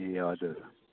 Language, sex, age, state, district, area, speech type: Nepali, male, 45-60, West Bengal, Kalimpong, rural, conversation